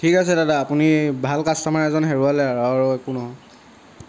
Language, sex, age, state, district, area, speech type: Assamese, male, 30-45, Assam, Charaideo, rural, spontaneous